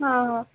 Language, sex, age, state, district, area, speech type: Marathi, female, 18-30, Maharashtra, Osmanabad, rural, conversation